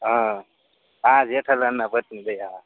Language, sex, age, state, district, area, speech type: Gujarati, male, 18-30, Gujarat, Anand, rural, conversation